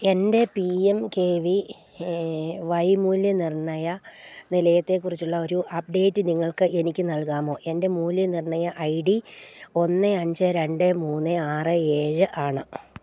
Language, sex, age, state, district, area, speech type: Malayalam, female, 45-60, Kerala, Idukki, rural, read